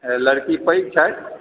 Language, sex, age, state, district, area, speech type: Maithili, male, 45-60, Bihar, Supaul, urban, conversation